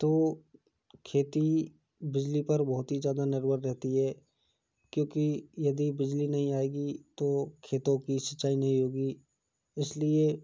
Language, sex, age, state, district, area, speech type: Hindi, male, 60+, Rajasthan, Karauli, rural, spontaneous